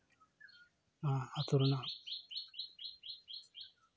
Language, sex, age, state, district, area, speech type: Santali, male, 30-45, West Bengal, Jhargram, rural, spontaneous